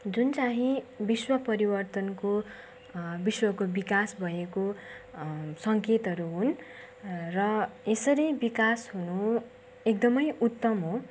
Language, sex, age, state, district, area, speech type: Nepali, female, 18-30, West Bengal, Darjeeling, rural, spontaneous